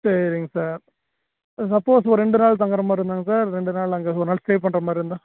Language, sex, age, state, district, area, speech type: Tamil, male, 30-45, Tamil Nadu, Salem, urban, conversation